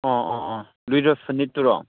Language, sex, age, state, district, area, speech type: Manipuri, male, 30-45, Manipur, Ukhrul, urban, conversation